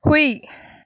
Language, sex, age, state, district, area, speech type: Manipuri, female, 18-30, Manipur, Kakching, rural, read